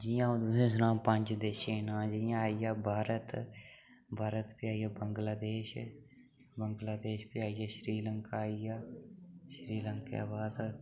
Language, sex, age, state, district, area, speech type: Dogri, male, 18-30, Jammu and Kashmir, Udhampur, rural, spontaneous